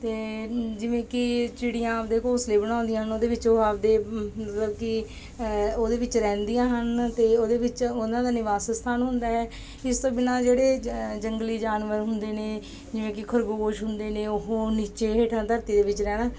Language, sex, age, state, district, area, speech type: Punjabi, female, 30-45, Punjab, Bathinda, urban, spontaneous